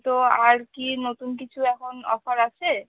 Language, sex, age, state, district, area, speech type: Bengali, female, 18-30, West Bengal, Cooch Behar, rural, conversation